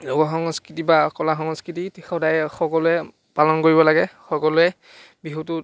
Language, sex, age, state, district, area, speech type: Assamese, male, 18-30, Assam, Biswanath, rural, spontaneous